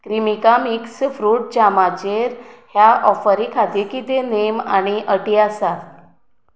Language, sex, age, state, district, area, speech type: Goan Konkani, female, 30-45, Goa, Tiswadi, rural, read